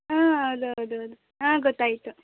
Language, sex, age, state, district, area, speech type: Kannada, female, 18-30, Karnataka, Mysore, urban, conversation